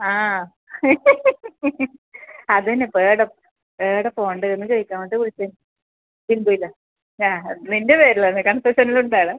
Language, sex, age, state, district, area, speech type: Malayalam, female, 30-45, Kerala, Kasaragod, rural, conversation